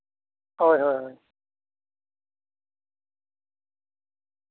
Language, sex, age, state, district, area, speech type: Santali, male, 30-45, West Bengal, Bankura, rural, conversation